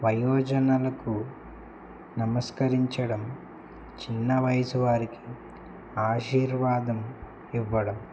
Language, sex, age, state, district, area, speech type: Telugu, male, 18-30, Telangana, Medak, rural, spontaneous